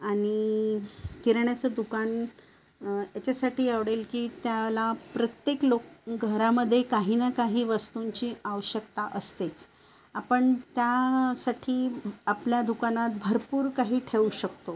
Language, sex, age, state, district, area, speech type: Marathi, female, 45-60, Maharashtra, Nagpur, urban, spontaneous